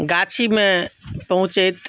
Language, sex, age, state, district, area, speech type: Maithili, male, 30-45, Bihar, Madhubani, rural, spontaneous